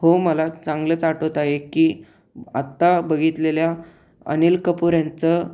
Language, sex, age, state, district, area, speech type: Marathi, male, 18-30, Maharashtra, Raigad, rural, spontaneous